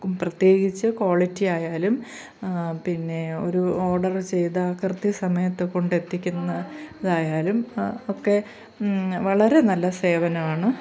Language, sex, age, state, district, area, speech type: Malayalam, female, 45-60, Kerala, Pathanamthitta, rural, spontaneous